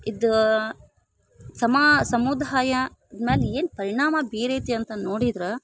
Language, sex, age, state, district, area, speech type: Kannada, female, 18-30, Karnataka, Dharwad, rural, spontaneous